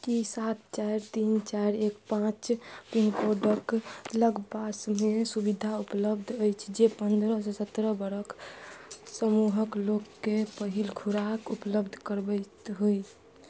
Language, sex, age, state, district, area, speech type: Maithili, female, 30-45, Bihar, Madhubani, rural, read